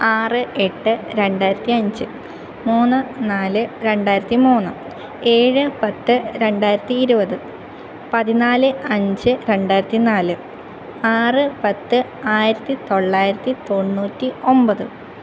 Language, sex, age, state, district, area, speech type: Malayalam, female, 18-30, Kerala, Kottayam, rural, spontaneous